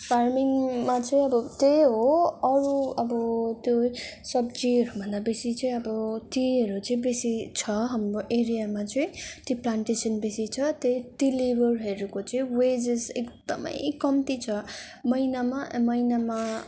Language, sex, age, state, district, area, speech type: Nepali, female, 18-30, West Bengal, Darjeeling, rural, spontaneous